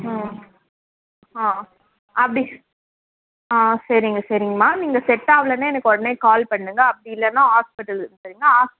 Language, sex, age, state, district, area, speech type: Tamil, female, 18-30, Tamil Nadu, Tirupattur, rural, conversation